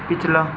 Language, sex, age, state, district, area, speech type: Hindi, male, 18-30, Rajasthan, Nagaur, urban, read